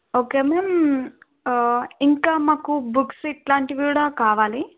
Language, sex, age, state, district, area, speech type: Telugu, female, 18-30, Telangana, Mahbubnagar, urban, conversation